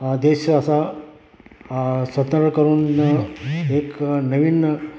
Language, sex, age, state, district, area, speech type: Marathi, male, 60+, Maharashtra, Satara, rural, spontaneous